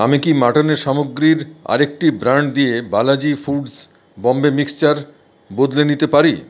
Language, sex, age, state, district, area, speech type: Bengali, male, 45-60, West Bengal, Paschim Bardhaman, urban, read